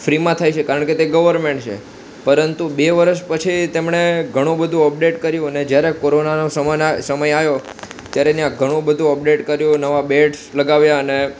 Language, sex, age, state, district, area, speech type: Gujarati, male, 18-30, Gujarat, Ahmedabad, urban, spontaneous